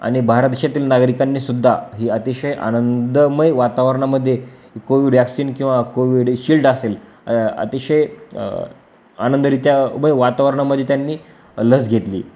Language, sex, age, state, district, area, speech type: Marathi, male, 18-30, Maharashtra, Beed, rural, spontaneous